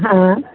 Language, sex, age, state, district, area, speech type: Marathi, female, 60+, Maharashtra, Nagpur, urban, conversation